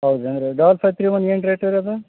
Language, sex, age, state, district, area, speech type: Kannada, male, 45-60, Karnataka, Bellary, rural, conversation